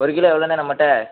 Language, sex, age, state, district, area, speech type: Tamil, male, 18-30, Tamil Nadu, Thoothukudi, rural, conversation